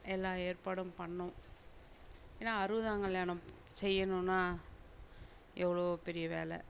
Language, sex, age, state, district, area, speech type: Tamil, female, 60+, Tamil Nadu, Mayiladuthurai, rural, spontaneous